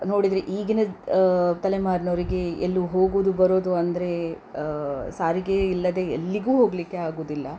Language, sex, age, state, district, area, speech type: Kannada, female, 30-45, Karnataka, Udupi, rural, spontaneous